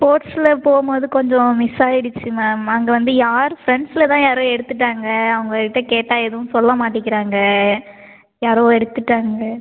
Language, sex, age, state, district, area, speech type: Tamil, female, 18-30, Tamil Nadu, Cuddalore, rural, conversation